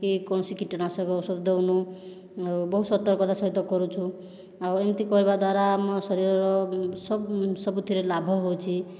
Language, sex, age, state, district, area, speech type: Odia, female, 18-30, Odisha, Boudh, rural, spontaneous